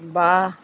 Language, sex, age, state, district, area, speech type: Punjabi, female, 45-60, Punjab, Bathinda, rural, read